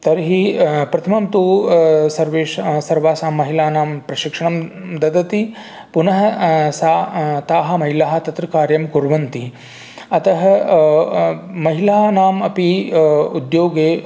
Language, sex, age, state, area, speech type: Sanskrit, male, 45-60, Rajasthan, rural, spontaneous